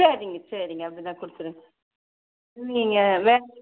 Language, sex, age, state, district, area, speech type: Tamil, female, 60+, Tamil Nadu, Mayiladuthurai, rural, conversation